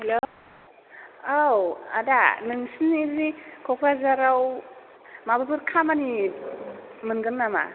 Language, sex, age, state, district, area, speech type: Bodo, female, 45-60, Assam, Kokrajhar, rural, conversation